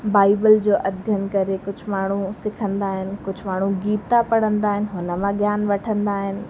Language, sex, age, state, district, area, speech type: Sindhi, female, 18-30, Rajasthan, Ajmer, urban, spontaneous